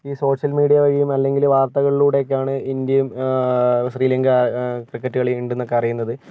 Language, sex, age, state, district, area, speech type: Malayalam, male, 18-30, Kerala, Kozhikode, urban, spontaneous